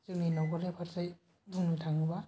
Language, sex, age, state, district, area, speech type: Bodo, male, 18-30, Assam, Kokrajhar, rural, spontaneous